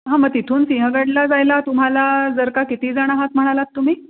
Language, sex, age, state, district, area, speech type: Marathi, female, 45-60, Maharashtra, Pune, urban, conversation